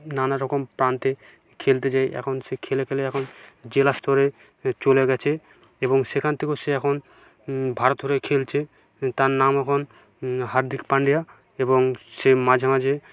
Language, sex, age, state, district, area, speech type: Bengali, male, 45-60, West Bengal, Purba Medinipur, rural, spontaneous